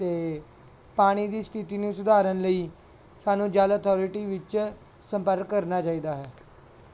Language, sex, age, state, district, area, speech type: Punjabi, male, 18-30, Punjab, Muktsar, urban, spontaneous